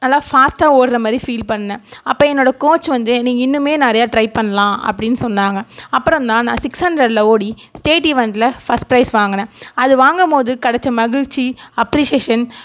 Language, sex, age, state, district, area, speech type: Tamil, female, 18-30, Tamil Nadu, Tiruvarur, urban, spontaneous